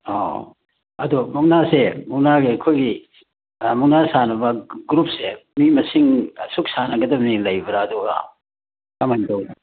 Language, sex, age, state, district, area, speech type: Manipuri, male, 60+, Manipur, Churachandpur, urban, conversation